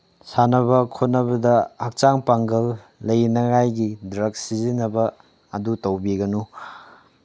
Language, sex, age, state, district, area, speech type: Manipuri, male, 30-45, Manipur, Chandel, rural, spontaneous